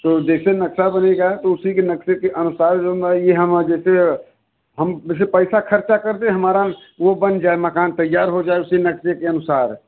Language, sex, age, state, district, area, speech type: Hindi, male, 60+, Uttar Pradesh, Mirzapur, urban, conversation